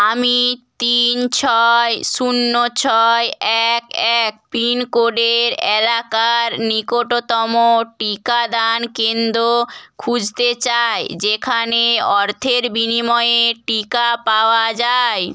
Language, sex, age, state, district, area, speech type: Bengali, female, 18-30, West Bengal, Bankura, rural, read